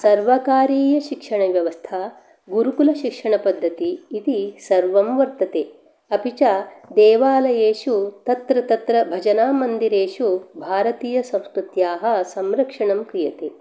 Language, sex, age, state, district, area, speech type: Sanskrit, female, 45-60, Karnataka, Dakshina Kannada, rural, spontaneous